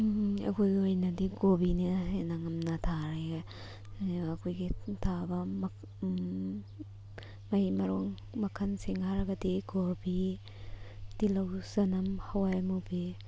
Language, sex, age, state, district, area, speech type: Manipuri, female, 18-30, Manipur, Thoubal, rural, spontaneous